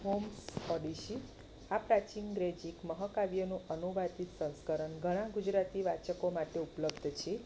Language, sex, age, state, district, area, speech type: Gujarati, female, 30-45, Gujarat, Kheda, rural, spontaneous